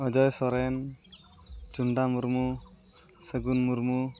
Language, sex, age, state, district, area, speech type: Santali, male, 18-30, West Bengal, Uttar Dinajpur, rural, spontaneous